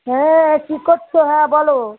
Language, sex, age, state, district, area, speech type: Bengali, female, 60+, West Bengal, Kolkata, urban, conversation